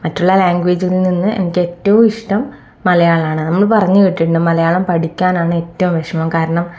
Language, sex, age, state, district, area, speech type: Malayalam, female, 18-30, Kerala, Kannur, rural, spontaneous